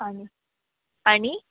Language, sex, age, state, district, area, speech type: Marathi, female, 18-30, Maharashtra, Mumbai Suburban, urban, conversation